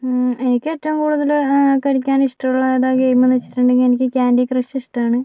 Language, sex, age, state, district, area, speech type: Malayalam, other, 45-60, Kerala, Kozhikode, urban, spontaneous